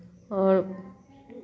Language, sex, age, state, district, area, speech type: Maithili, female, 45-60, Bihar, Madhepura, rural, spontaneous